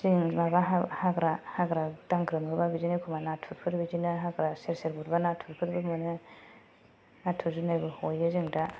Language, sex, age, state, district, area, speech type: Bodo, female, 30-45, Assam, Kokrajhar, rural, spontaneous